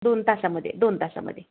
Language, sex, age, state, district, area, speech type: Marathi, female, 60+, Maharashtra, Osmanabad, rural, conversation